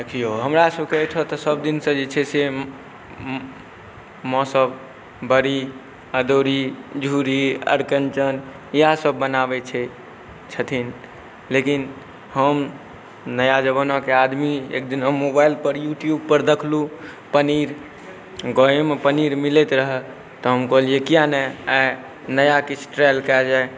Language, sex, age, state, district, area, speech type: Maithili, male, 18-30, Bihar, Saharsa, rural, spontaneous